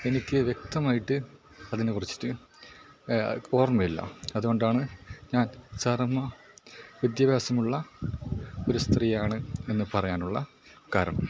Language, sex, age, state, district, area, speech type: Malayalam, male, 18-30, Kerala, Kasaragod, rural, spontaneous